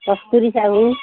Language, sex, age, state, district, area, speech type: Odia, female, 60+, Odisha, Gajapati, rural, conversation